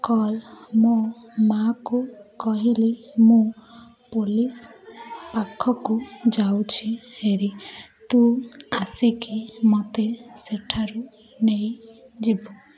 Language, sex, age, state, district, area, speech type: Odia, female, 18-30, Odisha, Ganjam, urban, spontaneous